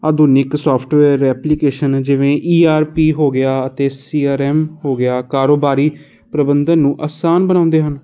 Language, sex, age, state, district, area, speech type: Punjabi, male, 18-30, Punjab, Kapurthala, urban, spontaneous